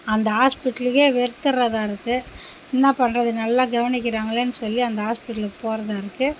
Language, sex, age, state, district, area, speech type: Tamil, female, 60+, Tamil Nadu, Mayiladuthurai, rural, spontaneous